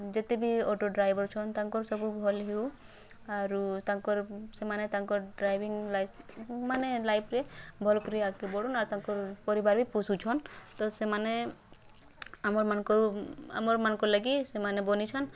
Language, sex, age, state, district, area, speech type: Odia, female, 18-30, Odisha, Bargarh, rural, spontaneous